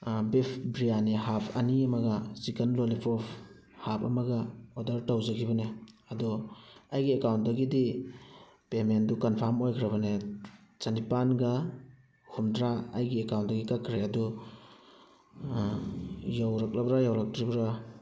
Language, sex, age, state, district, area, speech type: Manipuri, male, 30-45, Manipur, Thoubal, rural, spontaneous